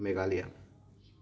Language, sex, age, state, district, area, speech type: Manipuri, male, 18-30, Manipur, Thoubal, rural, spontaneous